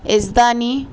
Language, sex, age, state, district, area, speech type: Urdu, female, 18-30, Telangana, Hyderabad, urban, spontaneous